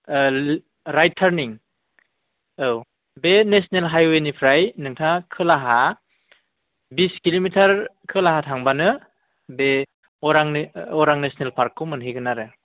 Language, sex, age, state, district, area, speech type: Bodo, male, 18-30, Assam, Udalguri, rural, conversation